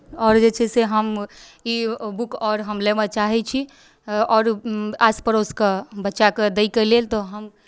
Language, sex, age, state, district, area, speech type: Maithili, female, 18-30, Bihar, Darbhanga, rural, spontaneous